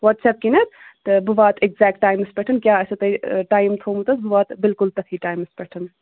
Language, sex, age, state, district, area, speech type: Kashmiri, female, 18-30, Jammu and Kashmir, Bandipora, rural, conversation